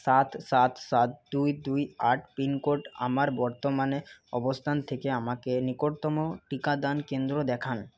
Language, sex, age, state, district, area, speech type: Bengali, male, 18-30, West Bengal, Paschim Bardhaman, rural, read